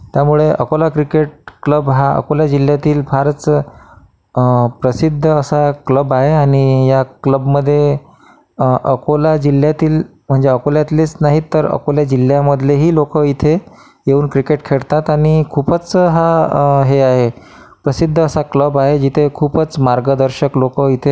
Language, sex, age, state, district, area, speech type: Marathi, male, 45-60, Maharashtra, Akola, urban, spontaneous